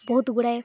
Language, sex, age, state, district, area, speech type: Odia, female, 18-30, Odisha, Nabarangpur, urban, spontaneous